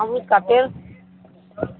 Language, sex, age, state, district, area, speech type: Urdu, female, 60+, Bihar, Supaul, rural, conversation